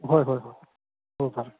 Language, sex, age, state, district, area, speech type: Manipuri, male, 45-60, Manipur, Bishnupur, rural, conversation